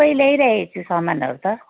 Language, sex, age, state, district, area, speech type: Nepali, female, 45-60, West Bengal, Kalimpong, rural, conversation